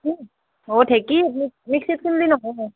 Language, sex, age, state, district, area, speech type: Assamese, female, 30-45, Assam, Nalbari, rural, conversation